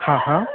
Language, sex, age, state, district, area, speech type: Hindi, male, 30-45, Madhya Pradesh, Bhopal, urban, conversation